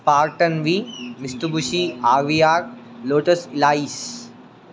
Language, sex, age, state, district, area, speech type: Telugu, male, 18-30, Telangana, Warangal, rural, spontaneous